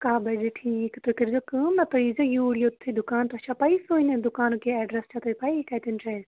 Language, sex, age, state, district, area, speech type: Kashmiri, female, 30-45, Jammu and Kashmir, Shopian, rural, conversation